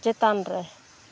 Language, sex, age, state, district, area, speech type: Santali, female, 30-45, West Bengal, Uttar Dinajpur, rural, read